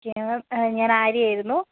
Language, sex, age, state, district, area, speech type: Malayalam, female, 18-30, Kerala, Wayanad, rural, conversation